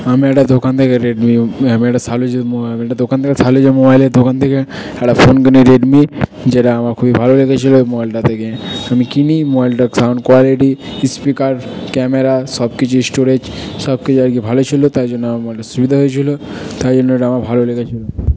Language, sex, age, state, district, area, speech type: Bengali, male, 30-45, West Bengal, Purba Bardhaman, urban, spontaneous